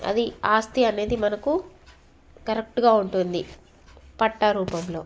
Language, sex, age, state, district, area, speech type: Telugu, female, 18-30, Telangana, Jagtial, rural, spontaneous